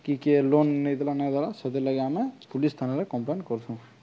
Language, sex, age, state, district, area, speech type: Odia, male, 18-30, Odisha, Subarnapur, rural, spontaneous